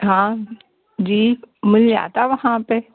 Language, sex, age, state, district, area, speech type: Hindi, female, 60+, Madhya Pradesh, Gwalior, rural, conversation